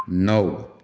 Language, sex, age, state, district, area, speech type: Goan Konkani, male, 60+, Goa, Canacona, rural, read